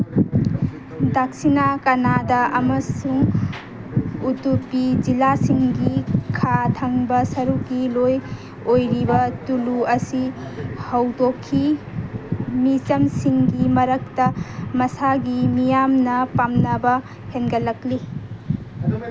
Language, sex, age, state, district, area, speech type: Manipuri, female, 18-30, Manipur, Kangpokpi, urban, read